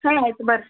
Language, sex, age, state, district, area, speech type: Kannada, female, 18-30, Karnataka, Bidar, urban, conversation